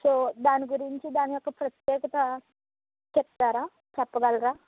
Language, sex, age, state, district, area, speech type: Telugu, female, 45-60, Andhra Pradesh, Eluru, rural, conversation